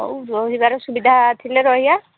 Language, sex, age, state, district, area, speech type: Odia, female, 45-60, Odisha, Angul, rural, conversation